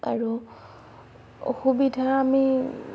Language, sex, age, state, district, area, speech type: Assamese, female, 18-30, Assam, Darrang, rural, spontaneous